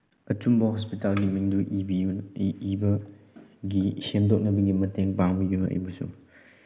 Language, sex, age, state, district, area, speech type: Manipuri, male, 18-30, Manipur, Chandel, rural, spontaneous